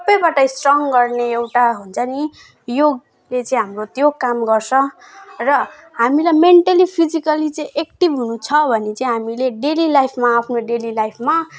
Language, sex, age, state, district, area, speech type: Nepali, female, 18-30, West Bengal, Alipurduar, urban, spontaneous